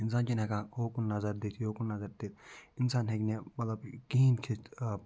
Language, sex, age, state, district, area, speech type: Kashmiri, male, 45-60, Jammu and Kashmir, Budgam, urban, spontaneous